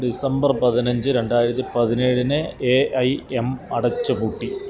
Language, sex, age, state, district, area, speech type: Malayalam, male, 45-60, Kerala, Alappuzha, urban, read